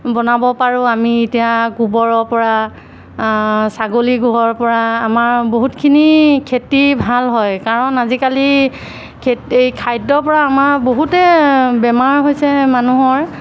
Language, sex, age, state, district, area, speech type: Assamese, female, 45-60, Assam, Golaghat, urban, spontaneous